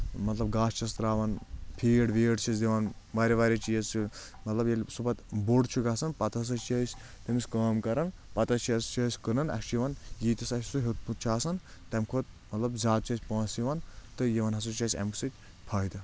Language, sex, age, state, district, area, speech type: Kashmiri, male, 18-30, Jammu and Kashmir, Anantnag, rural, spontaneous